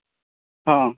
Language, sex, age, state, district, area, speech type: Odia, male, 45-60, Odisha, Nuapada, urban, conversation